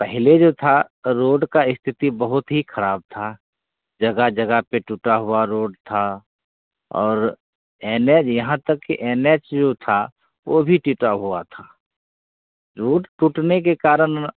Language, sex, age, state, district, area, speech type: Hindi, male, 30-45, Bihar, Begusarai, urban, conversation